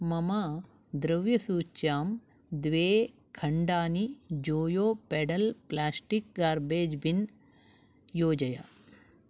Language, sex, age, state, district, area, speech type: Sanskrit, female, 60+, Karnataka, Uttara Kannada, urban, read